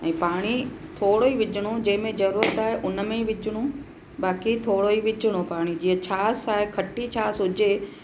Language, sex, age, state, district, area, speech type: Sindhi, female, 45-60, Gujarat, Kutch, urban, spontaneous